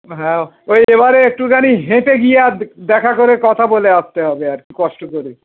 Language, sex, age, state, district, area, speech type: Bengali, male, 60+, West Bengal, Howrah, urban, conversation